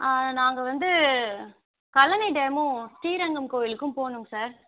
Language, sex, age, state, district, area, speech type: Tamil, female, 18-30, Tamil Nadu, Mayiladuthurai, rural, conversation